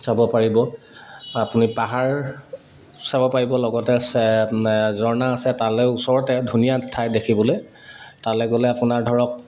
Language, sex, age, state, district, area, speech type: Assamese, male, 30-45, Assam, Sivasagar, urban, spontaneous